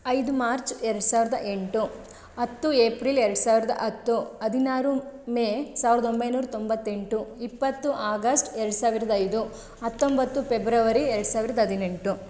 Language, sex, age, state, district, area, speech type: Kannada, female, 30-45, Karnataka, Chikkamagaluru, rural, spontaneous